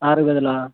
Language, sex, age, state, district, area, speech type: Telugu, male, 18-30, Telangana, Khammam, urban, conversation